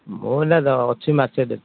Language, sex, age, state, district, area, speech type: Odia, male, 30-45, Odisha, Kendujhar, urban, conversation